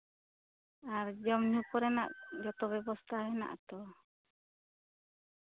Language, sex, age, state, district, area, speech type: Santali, female, 30-45, West Bengal, Bankura, rural, conversation